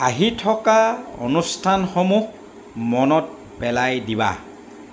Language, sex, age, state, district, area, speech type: Assamese, male, 60+, Assam, Dibrugarh, rural, read